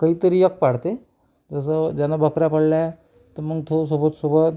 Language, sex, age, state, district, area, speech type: Marathi, male, 60+, Maharashtra, Amravati, rural, spontaneous